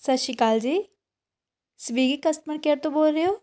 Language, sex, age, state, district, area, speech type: Punjabi, female, 18-30, Punjab, Shaheed Bhagat Singh Nagar, rural, spontaneous